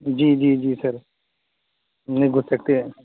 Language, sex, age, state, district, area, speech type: Urdu, male, 30-45, Bihar, Saharsa, rural, conversation